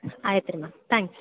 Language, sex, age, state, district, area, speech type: Kannada, female, 18-30, Karnataka, Gulbarga, urban, conversation